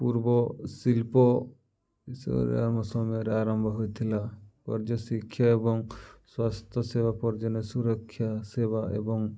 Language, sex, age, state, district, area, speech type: Odia, male, 30-45, Odisha, Nuapada, urban, spontaneous